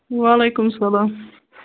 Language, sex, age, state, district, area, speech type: Kashmiri, female, 30-45, Jammu and Kashmir, Kupwara, rural, conversation